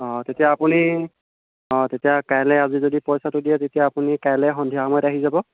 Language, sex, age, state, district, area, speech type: Assamese, male, 30-45, Assam, Golaghat, rural, conversation